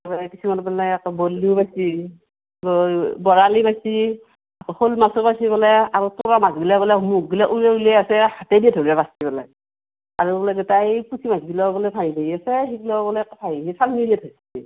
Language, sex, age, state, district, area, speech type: Assamese, female, 60+, Assam, Darrang, rural, conversation